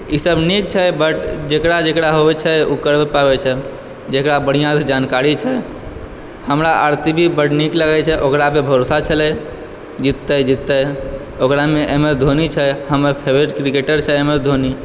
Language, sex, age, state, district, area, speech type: Maithili, male, 18-30, Bihar, Purnia, urban, spontaneous